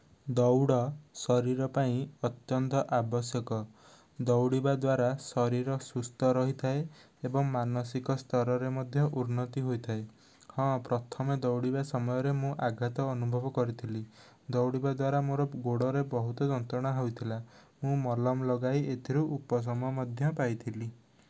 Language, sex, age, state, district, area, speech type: Odia, male, 18-30, Odisha, Nayagarh, rural, spontaneous